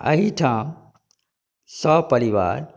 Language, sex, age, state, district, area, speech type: Maithili, male, 45-60, Bihar, Saharsa, rural, spontaneous